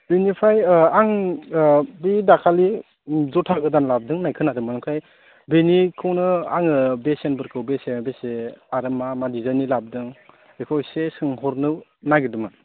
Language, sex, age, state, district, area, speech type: Bodo, male, 18-30, Assam, Baksa, rural, conversation